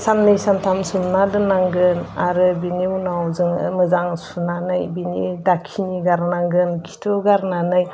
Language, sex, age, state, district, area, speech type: Bodo, female, 30-45, Assam, Udalguri, urban, spontaneous